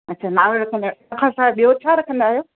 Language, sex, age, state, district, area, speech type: Sindhi, female, 60+, Gujarat, Kutch, rural, conversation